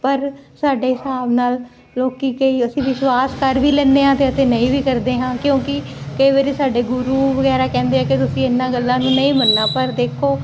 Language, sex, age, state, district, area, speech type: Punjabi, female, 45-60, Punjab, Jalandhar, urban, spontaneous